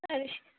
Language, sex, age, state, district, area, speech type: Bengali, female, 18-30, West Bengal, Dakshin Dinajpur, urban, conversation